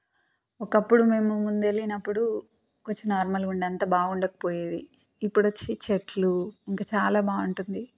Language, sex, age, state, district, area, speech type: Telugu, female, 30-45, Telangana, Peddapalli, rural, spontaneous